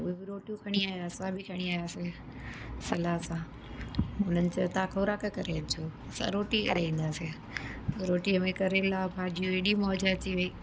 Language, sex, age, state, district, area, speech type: Sindhi, female, 60+, Gujarat, Surat, urban, spontaneous